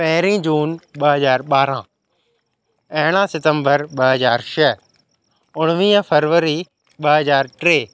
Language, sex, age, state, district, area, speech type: Sindhi, male, 18-30, Madhya Pradesh, Katni, urban, spontaneous